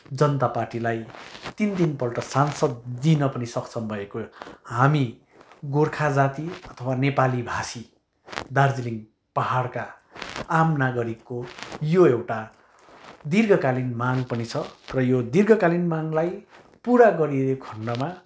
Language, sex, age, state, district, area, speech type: Nepali, male, 60+, West Bengal, Kalimpong, rural, spontaneous